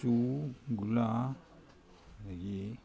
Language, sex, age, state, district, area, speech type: Manipuri, male, 60+, Manipur, Imphal East, urban, spontaneous